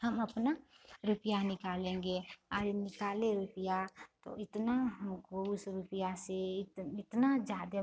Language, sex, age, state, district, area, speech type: Hindi, female, 30-45, Bihar, Madhepura, rural, spontaneous